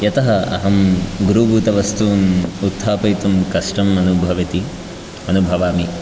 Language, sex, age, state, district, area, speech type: Sanskrit, male, 18-30, Karnataka, Chikkamagaluru, rural, spontaneous